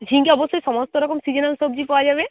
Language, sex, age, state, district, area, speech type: Bengali, female, 18-30, West Bengal, Uttar Dinajpur, rural, conversation